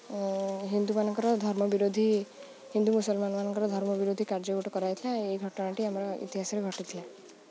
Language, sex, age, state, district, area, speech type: Odia, female, 18-30, Odisha, Jagatsinghpur, rural, spontaneous